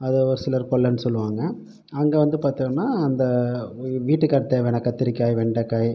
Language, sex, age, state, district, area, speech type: Tamil, male, 45-60, Tamil Nadu, Pudukkottai, rural, spontaneous